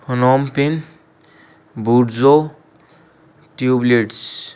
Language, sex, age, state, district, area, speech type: Urdu, male, 18-30, Delhi, North East Delhi, urban, spontaneous